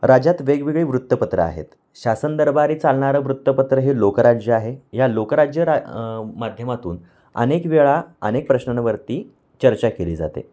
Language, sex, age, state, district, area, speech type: Marathi, male, 30-45, Maharashtra, Kolhapur, urban, spontaneous